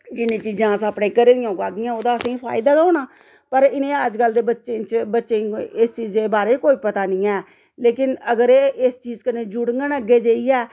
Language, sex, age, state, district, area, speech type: Dogri, female, 45-60, Jammu and Kashmir, Reasi, rural, spontaneous